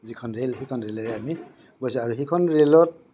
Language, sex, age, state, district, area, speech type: Assamese, male, 60+, Assam, Kamrup Metropolitan, urban, spontaneous